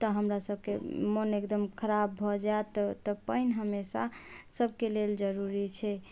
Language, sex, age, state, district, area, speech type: Maithili, female, 30-45, Bihar, Sitamarhi, urban, spontaneous